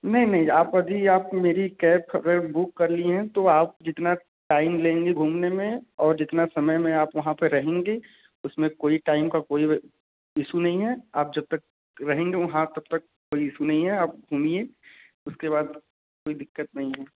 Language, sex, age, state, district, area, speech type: Hindi, male, 30-45, Uttar Pradesh, Varanasi, urban, conversation